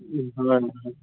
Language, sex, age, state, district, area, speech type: Odia, male, 30-45, Odisha, Kalahandi, rural, conversation